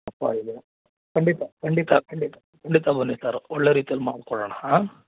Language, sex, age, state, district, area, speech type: Kannada, male, 30-45, Karnataka, Mandya, rural, conversation